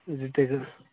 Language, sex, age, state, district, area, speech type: Maithili, male, 30-45, Bihar, Sitamarhi, rural, conversation